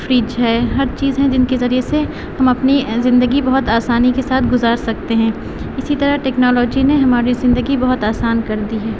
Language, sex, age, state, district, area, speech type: Urdu, female, 30-45, Uttar Pradesh, Aligarh, urban, spontaneous